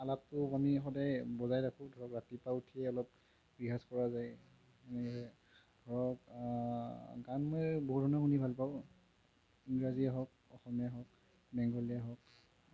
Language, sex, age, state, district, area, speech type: Assamese, male, 18-30, Assam, Nalbari, rural, spontaneous